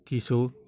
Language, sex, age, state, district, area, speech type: Tamil, male, 18-30, Tamil Nadu, Nagapattinam, rural, spontaneous